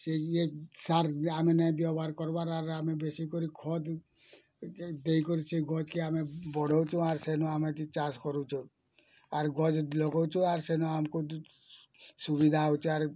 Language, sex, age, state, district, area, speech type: Odia, male, 60+, Odisha, Bargarh, urban, spontaneous